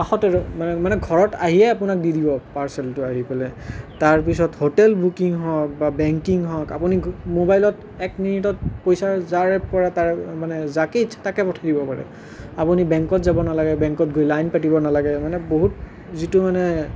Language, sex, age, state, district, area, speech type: Assamese, male, 30-45, Assam, Nalbari, rural, spontaneous